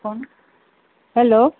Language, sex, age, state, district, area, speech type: Assamese, female, 60+, Assam, Charaideo, urban, conversation